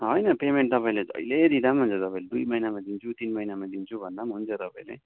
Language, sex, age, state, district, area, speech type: Nepali, male, 45-60, West Bengal, Darjeeling, rural, conversation